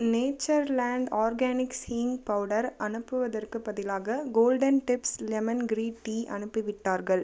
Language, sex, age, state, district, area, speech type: Tamil, female, 18-30, Tamil Nadu, Cuddalore, urban, read